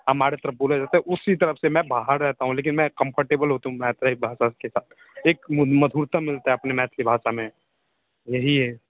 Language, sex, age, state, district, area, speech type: Hindi, male, 30-45, Bihar, Darbhanga, rural, conversation